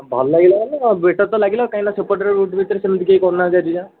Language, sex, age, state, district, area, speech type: Odia, male, 30-45, Odisha, Puri, urban, conversation